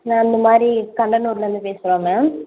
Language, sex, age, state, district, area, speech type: Tamil, female, 18-30, Tamil Nadu, Sivaganga, rural, conversation